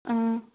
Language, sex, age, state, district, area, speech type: Manipuri, female, 18-30, Manipur, Churachandpur, urban, conversation